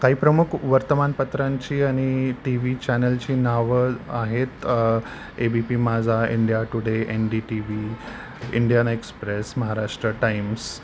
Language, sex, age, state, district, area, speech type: Marathi, male, 45-60, Maharashtra, Thane, rural, spontaneous